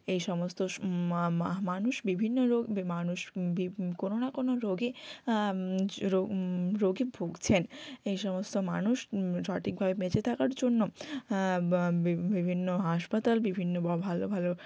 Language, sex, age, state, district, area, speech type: Bengali, female, 18-30, West Bengal, Hooghly, urban, spontaneous